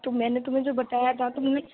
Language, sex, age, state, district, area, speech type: Urdu, female, 45-60, Uttar Pradesh, Gautam Buddha Nagar, urban, conversation